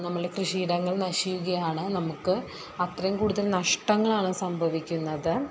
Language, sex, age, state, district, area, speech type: Malayalam, female, 30-45, Kerala, Thrissur, rural, spontaneous